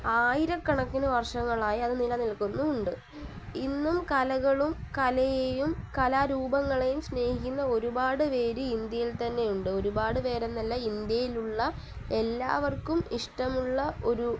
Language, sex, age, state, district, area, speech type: Malayalam, female, 18-30, Kerala, Palakkad, rural, spontaneous